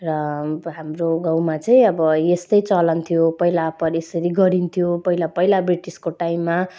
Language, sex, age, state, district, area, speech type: Nepali, female, 30-45, West Bengal, Jalpaiguri, rural, spontaneous